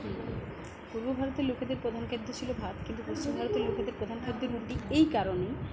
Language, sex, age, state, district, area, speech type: Bengali, female, 30-45, West Bengal, Uttar Dinajpur, rural, spontaneous